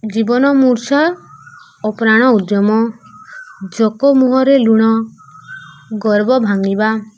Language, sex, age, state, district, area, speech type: Odia, female, 18-30, Odisha, Subarnapur, urban, spontaneous